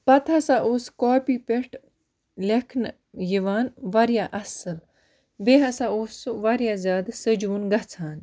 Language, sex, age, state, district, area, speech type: Kashmiri, female, 30-45, Jammu and Kashmir, Baramulla, rural, spontaneous